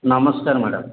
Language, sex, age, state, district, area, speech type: Odia, male, 60+, Odisha, Angul, rural, conversation